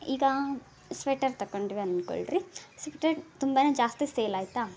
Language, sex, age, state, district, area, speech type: Kannada, female, 18-30, Karnataka, Davanagere, rural, spontaneous